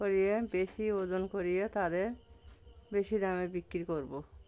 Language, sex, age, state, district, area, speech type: Bengali, female, 45-60, West Bengal, Birbhum, urban, spontaneous